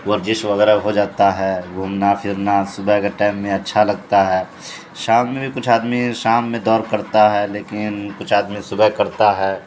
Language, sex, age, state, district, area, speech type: Urdu, male, 30-45, Bihar, Supaul, rural, spontaneous